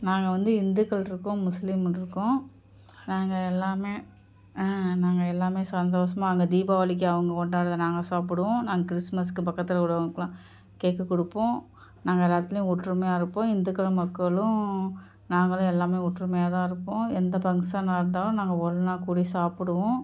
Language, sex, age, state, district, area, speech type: Tamil, female, 45-60, Tamil Nadu, Ariyalur, rural, spontaneous